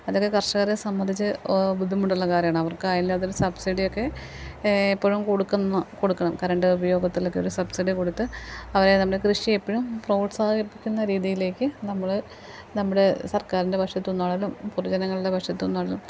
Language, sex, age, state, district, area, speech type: Malayalam, female, 45-60, Kerala, Kottayam, rural, spontaneous